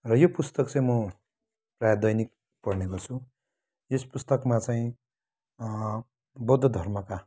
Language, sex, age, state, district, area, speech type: Nepali, male, 45-60, West Bengal, Kalimpong, rural, spontaneous